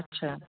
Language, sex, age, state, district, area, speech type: Sindhi, female, 45-60, Rajasthan, Ajmer, urban, conversation